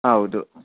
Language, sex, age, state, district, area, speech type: Kannada, male, 30-45, Karnataka, Chitradurga, urban, conversation